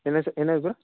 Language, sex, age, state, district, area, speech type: Tamil, male, 18-30, Tamil Nadu, Thanjavur, rural, conversation